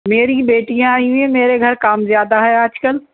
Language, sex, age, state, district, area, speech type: Urdu, female, 60+, Uttar Pradesh, Rampur, urban, conversation